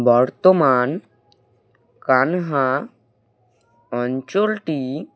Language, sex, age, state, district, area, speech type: Bengali, male, 18-30, West Bengal, Alipurduar, rural, read